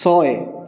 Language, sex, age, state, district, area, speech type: Assamese, male, 18-30, Assam, Charaideo, urban, read